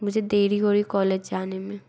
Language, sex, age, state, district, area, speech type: Hindi, female, 60+, Madhya Pradesh, Bhopal, urban, spontaneous